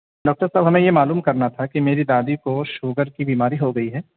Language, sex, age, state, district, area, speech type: Urdu, male, 45-60, Delhi, Central Delhi, urban, conversation